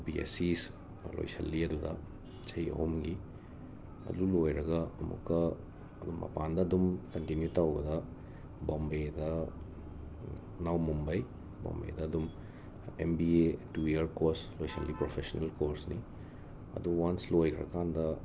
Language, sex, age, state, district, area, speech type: Manipuri, male, 30-45, Manipur, Imphal West, urban, spontaneous